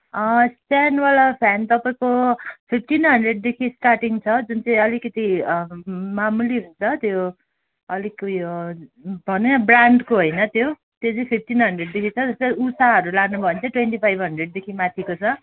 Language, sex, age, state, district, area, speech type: Nepali, female, 30-45, West Bengal, Kalimpong, rural, conversation